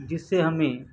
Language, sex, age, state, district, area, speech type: Urdu, male, 45-60, Telangana, Hyderabad, urban, spontaneous